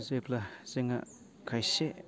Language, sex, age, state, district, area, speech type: Bodo, male, 30-45, Assam, Baksa, urban, spontaneous